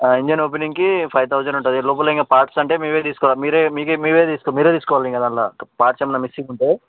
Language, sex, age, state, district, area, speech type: Telugu, male, 18-30, Telangana, Sangareddy, urban, conversation